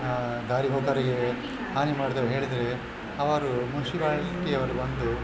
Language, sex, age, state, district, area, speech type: Kannada, male, 60+, Karnataka, Udupi, rural, spontaneous